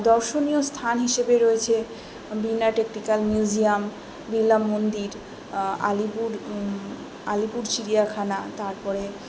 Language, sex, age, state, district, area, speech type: Bengali, female, 18-30, West Bengal, South 24 Parganas, urban, spontaneous